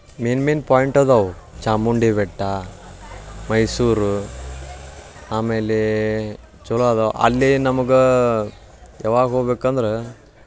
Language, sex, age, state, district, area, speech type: Kannada, male, 18-30, Karnataka, Dharwad, rural, spontaneous